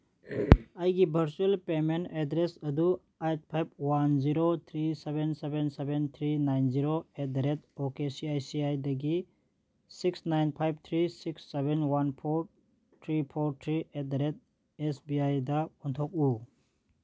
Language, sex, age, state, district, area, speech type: Manipuri, male, 45-60, Manipur, Churachandpur, rural, read